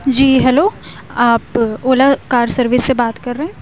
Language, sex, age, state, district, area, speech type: Urdu, female, 18-30, Uttar Pradesh, Aligarh, urban, spontaneous